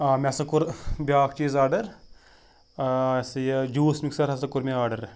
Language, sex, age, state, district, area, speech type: Kashmiri, male, 30-45, Jammu and Kashmir, Pulwama, urban, spontaneous